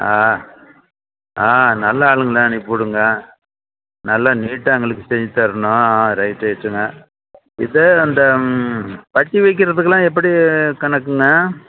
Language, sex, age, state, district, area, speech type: Tamil, male, 60+, Tamil Nadu, Salem, urban, conversation